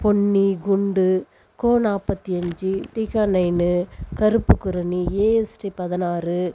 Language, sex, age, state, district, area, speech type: Tamil, female, 45-60, Tamil Nadu, Viluppuram, rural, spontaneous